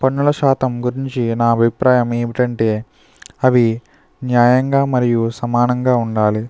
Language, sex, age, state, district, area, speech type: Telugu, male, 30-45, Andhra Pradesh, Eluru, rural, spontaneous